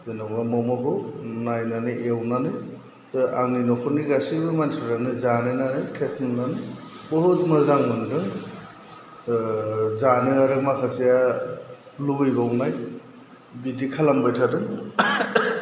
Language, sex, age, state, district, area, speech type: Bodo, male, 45-60, Assam, Chirang, urban, spontaneous